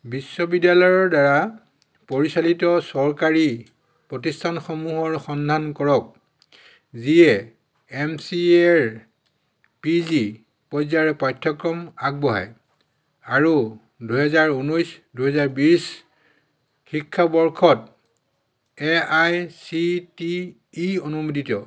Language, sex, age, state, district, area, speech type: Assamese, male, 60+, Assam, Dhemaji, urban, read